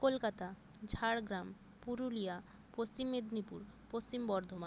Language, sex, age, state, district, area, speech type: Bengali, female, 18-30, West Bengal, Jalpaiguri, rural, spontaneous